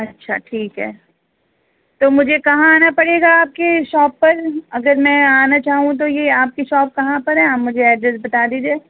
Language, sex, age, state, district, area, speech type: Urdu, female, 30-45, Uttar Pradesh, Rampur, urban, conversation